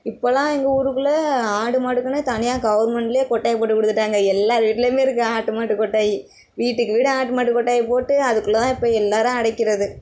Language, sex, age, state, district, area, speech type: Tamil, female, 18-30, Tamil Nadu, Tirunelveli, rural, spontaneous